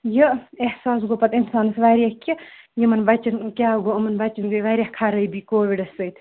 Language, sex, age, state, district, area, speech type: Kashmiri, female, 30-45, Jammu and Kashmir, Kupwara, rural, conversation